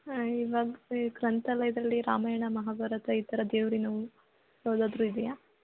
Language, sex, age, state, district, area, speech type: Kannada, female, 18-30, Karnataka, Hassan, rural, conversation